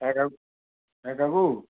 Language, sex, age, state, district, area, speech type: Bengali, male, 18-30, West Bengal, South 24 Parganas, rural, conversation